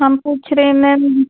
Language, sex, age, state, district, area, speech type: Hindi, female, 45-60, Uttar Pradesh, Ayodhya, rural, conversation